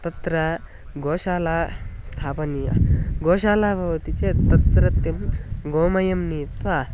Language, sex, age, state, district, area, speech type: Sanskrit, male, 18-30, Karnataka, Tumkur, urban, spontaneous